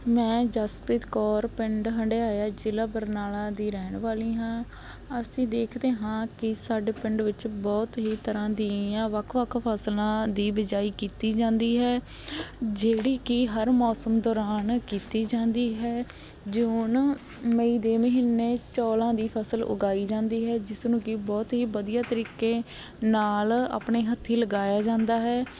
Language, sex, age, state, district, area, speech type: Punjabi, female, 18-30, Punjab, Barnala, rural, spontaneous